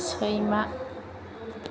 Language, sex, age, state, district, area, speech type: Bodo, female, 45-60, Assam, Chirang, urban, read